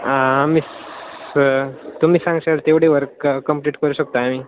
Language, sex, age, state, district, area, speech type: Marathi, male, 18-30, Maharashtra, Ahmednagar, urban, conversation